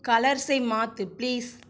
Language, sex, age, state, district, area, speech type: Tamil, female, 18-30, Tamil Nadu, Cuddalore, urban, read